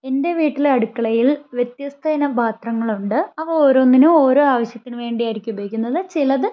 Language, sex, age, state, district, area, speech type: Malayalam, female, 18-30, Kerala, Thiruvananthapuram, rural, spontaneous